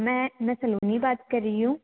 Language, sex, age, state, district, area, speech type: Hindi, female, 18-30, Madhya Pradesh, Betul, rural, conversation